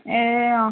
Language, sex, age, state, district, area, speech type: Nepali, female, 18-30, West Bengal, Jalpaiguri, rural, conversation